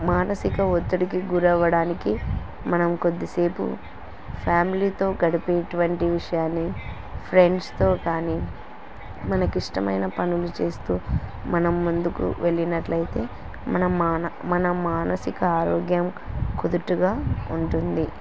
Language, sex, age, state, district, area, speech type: Telugu, female, 18-30, Andhra Pradesh, Kurnool, rural, spontaneous